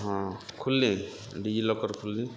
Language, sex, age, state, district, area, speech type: Odia, male, 30-45, Odisha, Subarnapur, urban, spontaneous